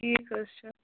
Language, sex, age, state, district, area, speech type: Kashmiri, female, 30-45, Jammu and Kashmir, Kupwara, rural, conversation